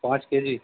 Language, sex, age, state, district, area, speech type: Urdu, male, 30-45, Uttar Pradesh, Muzaffarnagar, urban, conversation